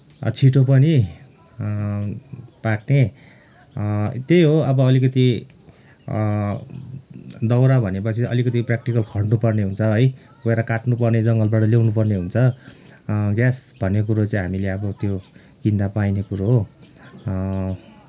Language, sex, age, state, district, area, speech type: Nepali, male, 30-45, West Bengal, Kalimpong, rural, spontaneous